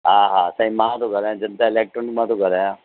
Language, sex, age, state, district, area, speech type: Sindhi, male, 45-60, Delhi, South Delhi, urban, conversation